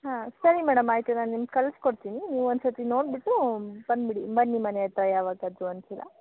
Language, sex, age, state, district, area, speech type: Kannada, female, 18-30, Karnataka, Hassan, rural, conversation